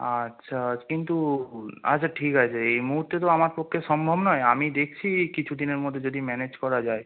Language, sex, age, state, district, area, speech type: Bengali, male, 18-30, West Bengal, Howrah, urban, conversation